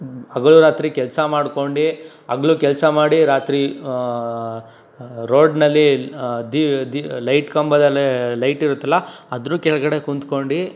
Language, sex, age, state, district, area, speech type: Kannada, male, 18-30, Karnataka, Tumkur, rural, spontaneous